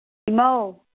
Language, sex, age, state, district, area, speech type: Manipuri, female, 18-30, Manipur, Kangpokpi, urban, conversation